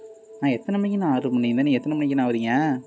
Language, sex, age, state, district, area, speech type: Tamil, male, 18-30, Tamil Nadu, Ariyalur, rural, spontaneous